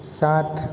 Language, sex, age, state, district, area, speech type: Hindi, male, 45-60, Rajasthan, Jodhpur, urban, read